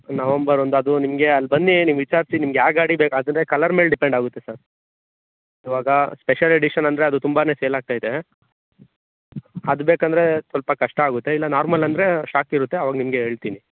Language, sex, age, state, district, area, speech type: Kannada, male, 18-30, Karnataka, Chikkaballapur, rural, conversation